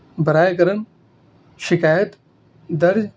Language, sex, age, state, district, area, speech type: Urdu, male, 18-30, Delhi, North East Delhi, rural, spontaneous